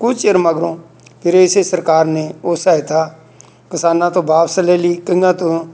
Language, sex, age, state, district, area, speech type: Punjabi, male, 60+, Punjab, Bathinda, rural, spontaneous